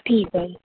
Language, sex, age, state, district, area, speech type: Marathi, male, 18-30, Maharashtra, Wardha, rural, conversation